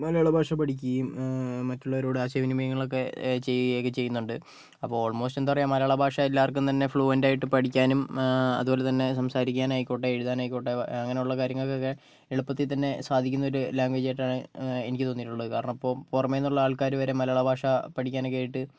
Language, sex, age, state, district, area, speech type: Malayalam, male, 30-45, Kerala, Kozhikode, urban, spontaneous